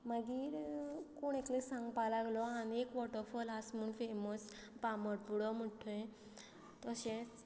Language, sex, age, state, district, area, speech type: Goan Konkani, female, 30-45, Goa, Quepem, rural, spontaneous